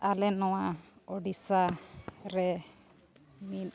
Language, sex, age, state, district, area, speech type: Santali, female, 45-60, Odisha, Mayurbhanj, rural, spontaneous